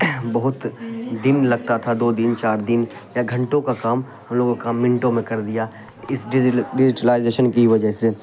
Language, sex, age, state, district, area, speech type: Urdu, male, 18-30, Bihar, Khagaria, rural, spontaneous